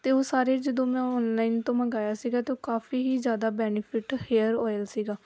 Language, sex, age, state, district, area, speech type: Punjabi, female, 18-30, Punjab, Gurdaspur, rural, spontaneous